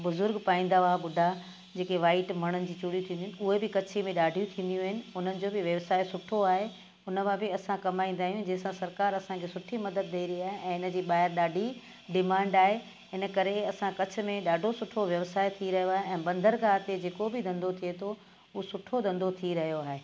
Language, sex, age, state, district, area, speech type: Sindhi, female, 45-60, Gujarat, Kutch, urban, spontaneous